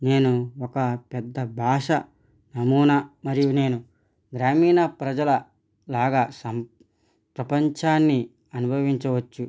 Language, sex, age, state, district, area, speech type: Telugu, male, 45-60, Andhra Pradesh, East Godavari, rural, spontaneous